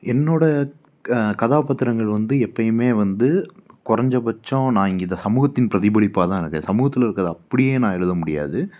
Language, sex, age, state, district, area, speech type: Tamil, male, 30-45, Tamil Nadu, Coimbatore, urban, spontaneous